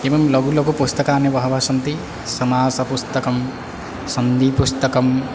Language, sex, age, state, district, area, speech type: Sanskrit, male, 18-30, Odisha, Balangir, rural, spontaneous